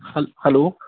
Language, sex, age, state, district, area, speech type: Punjabi, male, 30-45, Punjab, Gurdaspur, rural, conversation